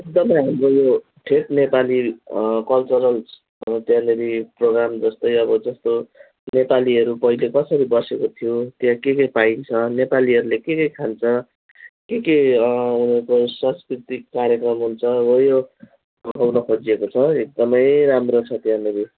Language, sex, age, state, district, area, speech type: Nepali, male, 45-60, West Bengal, Kalimpong, rural, conversation